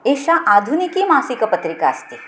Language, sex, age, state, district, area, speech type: Sanskrit, female, 45-60, Maharashtra, Nagpur, urban, spontaneous